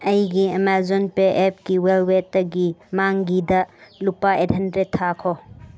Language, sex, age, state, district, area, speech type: Manipuri, female, 45-60, Manipur, Chandel, rural, read